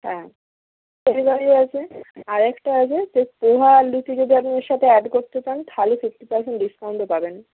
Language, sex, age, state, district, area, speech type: Bengali, female, 30-45, West Bengal, Nadia, urban, conversation